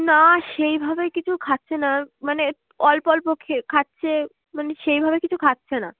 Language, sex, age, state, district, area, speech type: Bengali, female, 18-30, West Bengal, Uttar Dinajpur, urban, conversation